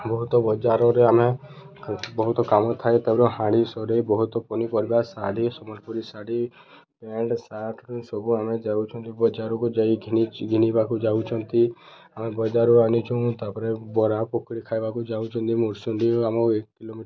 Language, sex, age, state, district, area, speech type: Odia, male, 18-30, Odisha, Subarnapur, urban, spontaneous